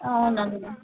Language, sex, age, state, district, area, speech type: Telugu, female, 18-30, Telangana, Suryapet, urban, conversation